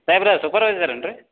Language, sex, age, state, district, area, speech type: Kannada, male, 45-60, Karnataka, Belgaum, rural, conversation